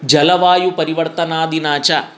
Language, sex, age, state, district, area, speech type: Sanskrit, male, 30-45, Telangana, Hyderabad, urban, spontaneous